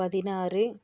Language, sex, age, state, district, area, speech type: Tamil, female, 30-45, Tamil Nadu, Tiruppur, rural, spontaneous